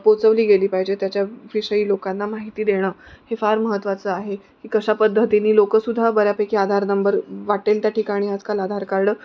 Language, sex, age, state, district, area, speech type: Marathi, female, 30-45, Maharashtra, Nanded, rural, spontaneous